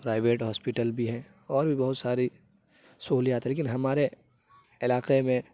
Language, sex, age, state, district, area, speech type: Urdu, male, 30-45, Uttar Pradesh, Lucknow, rural, spontaneous